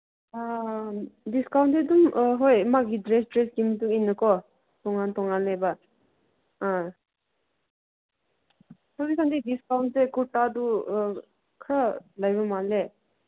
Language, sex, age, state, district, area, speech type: Manipuri, female, 18-30, Manipur, Kangpokpi, rural, conversation